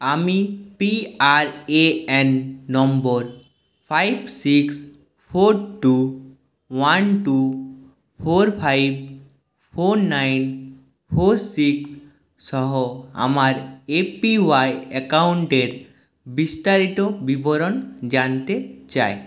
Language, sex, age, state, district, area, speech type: Bengali, male, 18-30, West Bengal, Purulia, rural, read